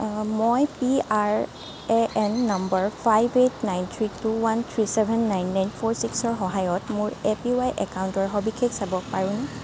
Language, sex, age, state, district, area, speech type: Assamese, female, 45-60, Assam, Nagaon, rural, read